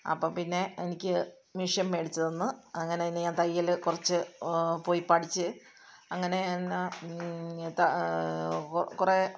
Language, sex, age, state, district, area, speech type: Malayalam, female, 45-60, Kerala, Kottayam, rural, spontaneous